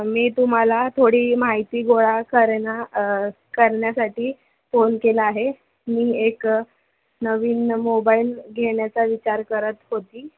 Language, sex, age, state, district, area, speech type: Marathi, female, 18-30, Maharashtra, Thane, urban, conversation